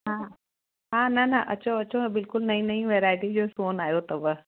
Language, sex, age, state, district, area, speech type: Sindhi, female, 45-60, Uttar Pradesh, Lucknow, urban, conversation